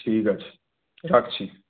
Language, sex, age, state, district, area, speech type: Bengali, male, 18-30, West Bengal, Purulia, urban, conversation